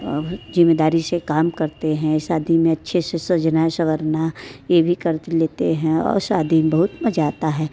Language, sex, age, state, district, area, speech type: Hindi, female, 30-45, Uttar Pradesh, Mirzapur, rural, spontaneous